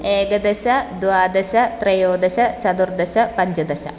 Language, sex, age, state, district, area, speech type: Sanskrit, female, 18-30, Kerala, Thrissur, urban, spontaneous